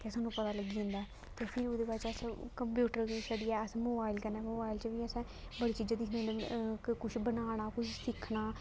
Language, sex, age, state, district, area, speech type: Dogri, female, 18-30, Jammu and Kashmir, Kathua, rural, spontaneous